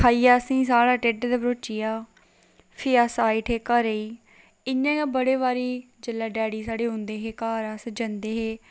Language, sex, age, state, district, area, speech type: Dogri, female, 18-30, Jammu and Kashmir, Reasi, rural, spontaneous